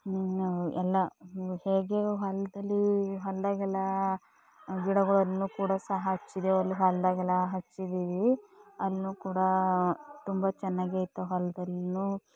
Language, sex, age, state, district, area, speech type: Kannada, female, 45-60, Karnataka, Bidar, rural, spontaneous